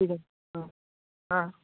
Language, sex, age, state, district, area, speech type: Bengali, male, 60+, West Bengal, Purba Medinipur, rural, conversation